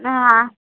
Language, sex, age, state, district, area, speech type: Marathi, female, 18-30, Maharashtra, Sindhudurg, rural, conversation